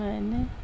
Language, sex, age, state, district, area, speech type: Urdu, female, 60+, Bihar, Gaya, urban, spontaneous